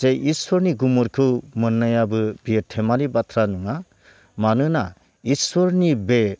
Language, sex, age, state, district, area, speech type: Bodo, male, 60+, Assam, Baksa, rural, spontaneous